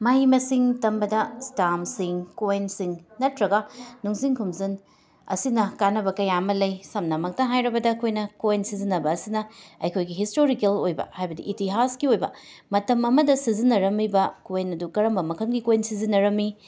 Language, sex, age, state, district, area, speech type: Manipuri, female, 30-45, Manipur, Imphal West, urban, spontaneous